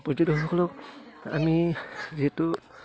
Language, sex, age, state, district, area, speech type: Assamese, male, 30-45, Assam, Udalguri, rural, spontaneous